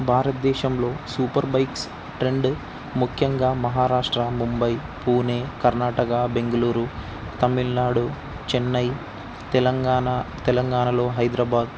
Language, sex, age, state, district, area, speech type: Telugu, male, 18-30, Telangana, Ranga Reddy, urban, spontaneous